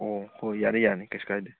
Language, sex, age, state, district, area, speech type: Manipuri, male, 18-30, Manipur, Kakching, rural, conversation